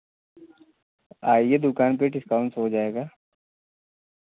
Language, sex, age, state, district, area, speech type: Hindi, male, 18-30, Uttar Pradesh, Varanasi, rural, conversation